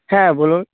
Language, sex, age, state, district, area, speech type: Bengali, male, 45-60, West Bengal, South 24 Parganas, rural, conversation